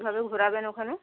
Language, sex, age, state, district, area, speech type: Bengali, female, 45-60, West Bengal, Bankura, rural, conversation